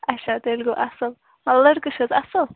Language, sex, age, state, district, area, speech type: Kashmiri, female, 18-30, Jammu and Kashmir, Bandipora, rural, conversation